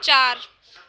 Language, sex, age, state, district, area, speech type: Dogri, female, 18-30, Jammu and Kashmir, Reasi, rural, read